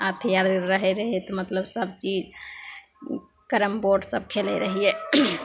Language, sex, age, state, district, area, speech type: Maithili, female, 18-30, Bihar, Begusarai, urban, spontaneous